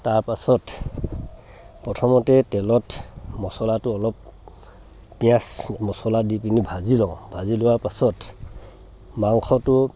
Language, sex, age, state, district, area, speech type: Assamese, male, 60+, Assam, Dhemaji, rural, spontaneous